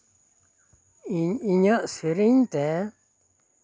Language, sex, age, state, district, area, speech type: Santali, male, 60+, West Bengal, Bankura, rural, spontaneous